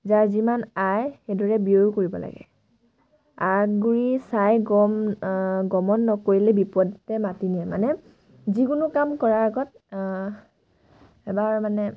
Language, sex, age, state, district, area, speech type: Assamese, female, 45-60, Assam, Sivasagar, rural, spontaneous